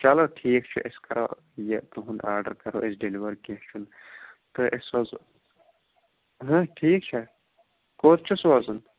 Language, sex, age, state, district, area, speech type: Kashmiri, male, 30-45, Jammu and Kashmir, Kulgam, rural, conversation